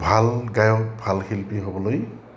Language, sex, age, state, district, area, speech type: Assamese, male, 60+, Assam, Goalpara, urban, spontaneous